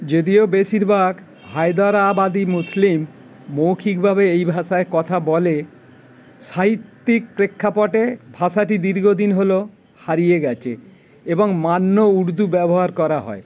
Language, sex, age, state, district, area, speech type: Bengali, male, 60+, West Bengal, Howrah, urban, read